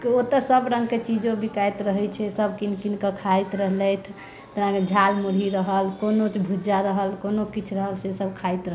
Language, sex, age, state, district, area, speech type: Maithili, female, 30-45, Bihar, Sitamarhi, urban, spontaneous